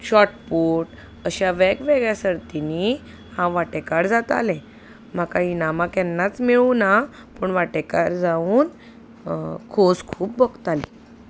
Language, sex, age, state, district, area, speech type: Goan Konkani, female, 30-45, Goa, Salcete, rural, spontaneous